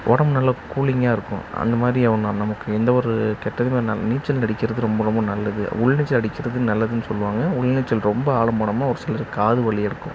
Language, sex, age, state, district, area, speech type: Tamil, male, 18-30, Tamil Nadu, Namakkal, rural, spontaneous